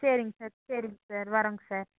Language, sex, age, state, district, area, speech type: Tamil, female, 18-30, Tamil Nadu, Coimbatore, rural, conversation